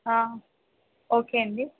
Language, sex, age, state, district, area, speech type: Telugu, female, 30-45, Andhra Pradesh, Vizianagaram, urban, conversation